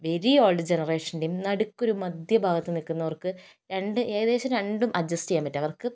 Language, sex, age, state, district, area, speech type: Malayalam, female, 18-30, Kerala, Kozhikode, urban, spontaneous